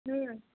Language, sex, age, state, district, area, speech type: Urdu, other, 18-30, Uttar Pradesh, Mau, urban, conversation